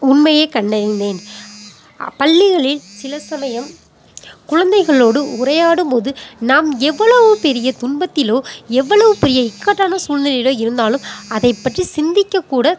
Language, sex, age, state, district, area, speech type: Tamil, female, 30-45, Tamil Nadu, Pudukkottai, rural, spontaneous